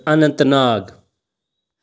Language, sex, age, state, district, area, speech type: Kashmiri, male, 30-45, Jammu and Kashmir, Pulwama, urban, spontaneous